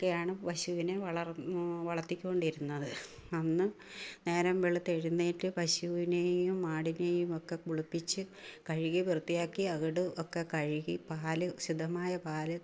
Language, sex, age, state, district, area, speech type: Malayalam, female, 45-60, Kerala, Kottayam, rural, spontaneous